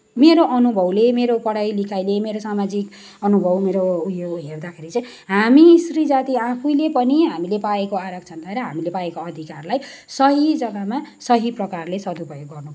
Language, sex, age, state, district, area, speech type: Nepali, female, 30-45, West Bengal, Kalimpong, rural, spontaneous